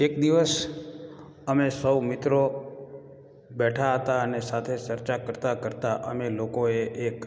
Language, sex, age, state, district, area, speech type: Gujarati, male, 30-45, Gujarat, Morbi, rural, spontaneous